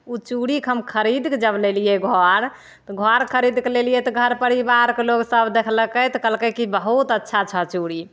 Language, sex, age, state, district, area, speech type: Maithili, female, 18-30, Bihar, Begusarai, rural, spontaneous